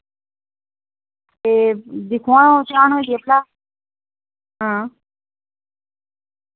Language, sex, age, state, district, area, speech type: Dogri, female, 30-45, Jammu and Kashmir, Samba, rural, conversation